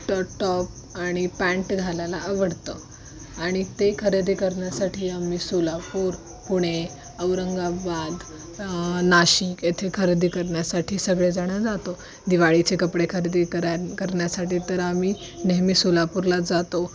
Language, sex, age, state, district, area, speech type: Marathi, female, 18-30, Maharashtra, Osmanabad, rural, spontaneous